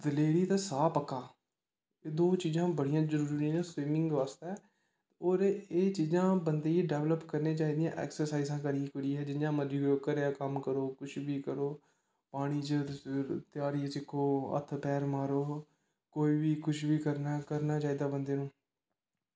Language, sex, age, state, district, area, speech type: Dogri, male, 18-30, Jammu and Kashmir, Kathua, rural, spontaneous